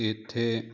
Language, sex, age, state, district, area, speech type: Punjabi, male, 30-45, Punjab, Jalandhar, urban, read